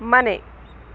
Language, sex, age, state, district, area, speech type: Kannada, female, 18-30, Karnataka, Chikkaballapur, rural, read